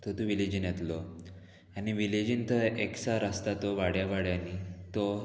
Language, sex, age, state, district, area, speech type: Goan Konkani, male, 18-30, Goa, Murmgao, rural, spontaneous